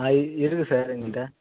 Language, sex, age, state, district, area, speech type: Tamil, male, 18-30, Tamil Nadu, Kallakurichi, rural, conversation